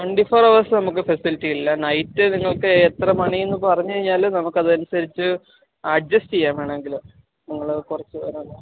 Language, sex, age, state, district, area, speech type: Malayalam, male, 30-45, Kerala, Alappuzha, rural, conversation